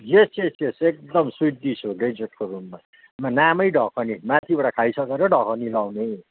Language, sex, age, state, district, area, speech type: Nepali, male, 60+, West Bengal, Kalimpong, rural, conversation